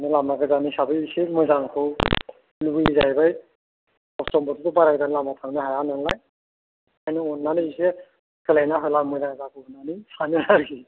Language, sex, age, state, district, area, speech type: Bodo, male, 60+, Assam, Chirang, rural, conversation